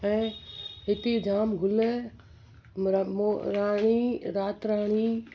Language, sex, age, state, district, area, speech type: Sindhi, female, 60+, Gujarat, Kutch, urban, spontaneous